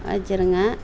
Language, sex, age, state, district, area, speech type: Tamil, female, 60+, Tamil Nadu, Coimbatore, rural, spontaneous